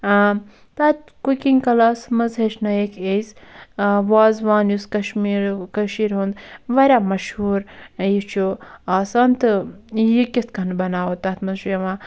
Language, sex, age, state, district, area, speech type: Kashmiri, female, 18-30, Jammu and Kashmir, Bandipora, rural, spontaneous